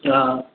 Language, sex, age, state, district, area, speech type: Sindhi, male, 30-45, Maharashtra, Mumbai Suburban, urban, conversation